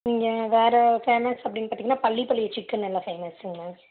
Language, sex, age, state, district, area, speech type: Tamil, female, 18-30, Tamil Nadu, Tiruppur, rural, conversation